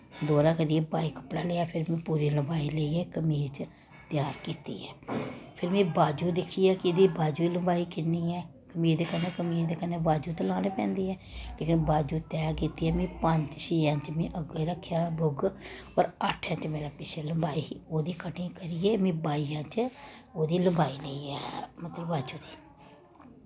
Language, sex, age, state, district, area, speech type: Dogri, female, 30-45, Jammu and Kashmir, Samba, urban, spontaneous